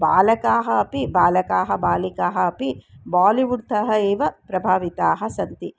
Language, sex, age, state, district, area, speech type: Sanskrit, female, 60+, Karnataka, Dharwad, urban, spontaneous